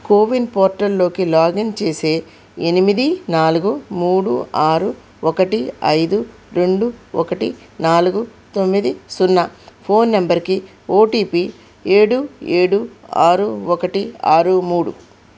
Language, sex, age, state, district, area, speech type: Telugu, female, 45-60, Andhra Pradesh, Krishna, rural, read